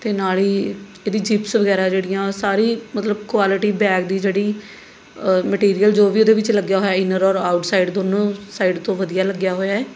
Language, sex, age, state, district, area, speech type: Punjabi, female, 30-45, Punjab, Mohali, urban, spontaneous